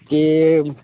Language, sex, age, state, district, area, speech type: Marathi, male, 18-30, Maharashtra, Nanded, rural, conversation